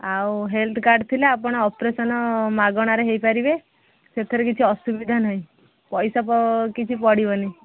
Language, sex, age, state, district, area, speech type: Odia, female, 30-45, Odisha, Sambalpur, rural, conversation